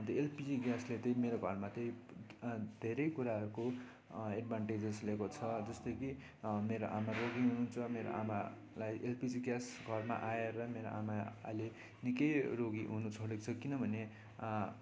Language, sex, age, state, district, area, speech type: Nepali, male, 18-30, West Bengal, Darjeeling, rural, spontaneous